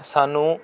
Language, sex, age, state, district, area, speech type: Punjabi, male, 18-30, Punjab, Rupnagar, urban, spontaneous